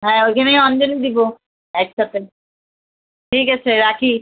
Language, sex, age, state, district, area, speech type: Bengali, female, 18-30, West Bengal, Alipurduar, rural, conversation